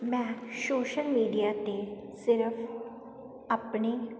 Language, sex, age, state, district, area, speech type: Punjabi, female, 30-45, Punjab, Sangrur, rural, spontaneous